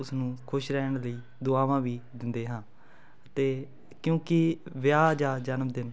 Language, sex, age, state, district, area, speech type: Punjabi, male, 18-30, Punjab, Fatehgarh Sahib, rural, spontaneous